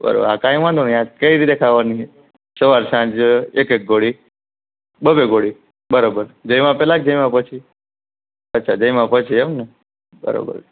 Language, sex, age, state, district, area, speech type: Gujarati, male, 18-30, Gujarat, Morbi, urban, conversation